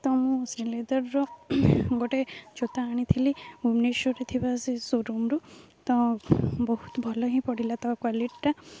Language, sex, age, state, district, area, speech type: Odia, female, 18-30, Odisha, Jagatsinghpur, rural, spontaneous